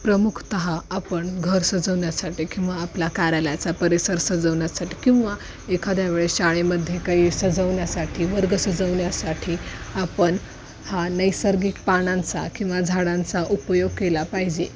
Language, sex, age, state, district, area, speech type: Marathi, female, 18-30, Maharashtra, Osmanabad, rural, spontaneous